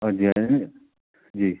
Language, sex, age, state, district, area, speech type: Punjabi, male, 30-45, Punjab, Shaheed Bhagat Singh Nagar, urban, conversation